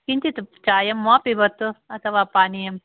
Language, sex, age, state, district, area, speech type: Sanskrit, female, 60+, Karnataka, Uttara Kannada, urban, conversation